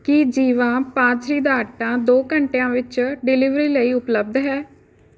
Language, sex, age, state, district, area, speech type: Punjabi, female, 18-30, Punjab, Patiala, rural, read